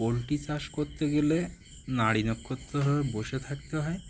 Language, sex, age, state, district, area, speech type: Bengali, male, 30-45, West Bengal, Birbhum, urban, spontaneous